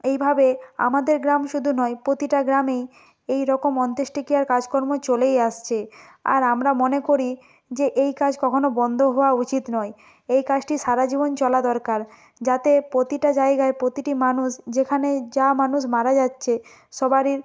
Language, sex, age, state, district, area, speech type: Bengali, female, 30-45, West Bengal, Purba Medinipur, rural, spontaneous